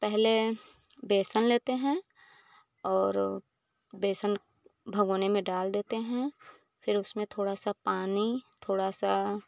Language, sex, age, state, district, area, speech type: Hindi, female, 30-45, Uttar Pradesh, Prayagraj, rural, spontaneous